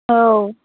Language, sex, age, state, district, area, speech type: Bodo, female, 18-30, Assam, Chirang, rural, conversation